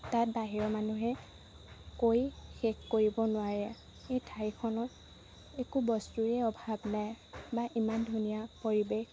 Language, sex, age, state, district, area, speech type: Assamese, female, 18-30, Assam, Majuli, urban, spontaneous